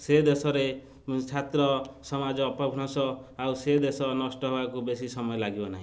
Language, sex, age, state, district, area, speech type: Odia, male, 30-45, Odisha, Jagatsinghpur, urban, spontaneous